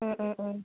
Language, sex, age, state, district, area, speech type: Malayalam, female, 45-60, Kerala, Wayanad, rural, conversation